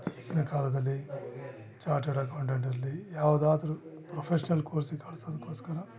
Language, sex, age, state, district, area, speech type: Kannada, male, 45-60, Karnataka, Bellary, rural, spontaneous